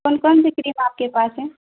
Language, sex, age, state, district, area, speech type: Urdu, female, 18-30, Bihar, Khagaria, rural, conversation